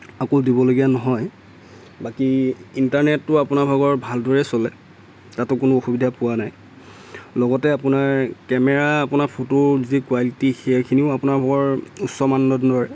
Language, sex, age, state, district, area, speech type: Assamese, male, 30-45, Assam, Lakhimpur, rural, spontaneous